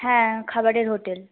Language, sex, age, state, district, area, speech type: Bengali, female, 18-30, West Bengal, Nadia, rural, conversation